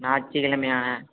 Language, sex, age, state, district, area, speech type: Tamil, male, 18-30, Tamil Nadu, Thoothukudi, rural, conversation